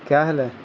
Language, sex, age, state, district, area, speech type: Urdu, male, 30-45, Bihar, Gaya, urban, spontaneous